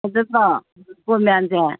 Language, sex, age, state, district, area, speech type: Manipuri, female, 60+, Manipur, Imphal East, rural, conversation